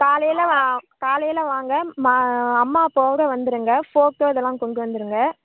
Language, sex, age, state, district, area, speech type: Tamil, female, 18-30, Tamil Nadu, Tiruvarur, urban, conversation